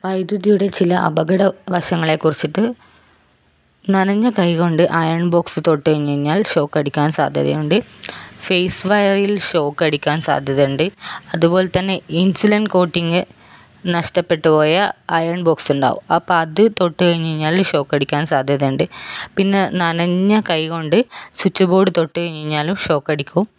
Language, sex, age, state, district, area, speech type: Malayalam, female, 30-45, Kerala, Kannur, rural, spontaneous